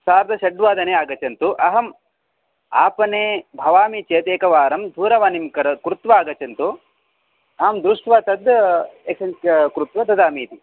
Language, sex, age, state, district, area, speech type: Sanskrit, male, 30-45, Karnataka, Vijayapura, urban, conversation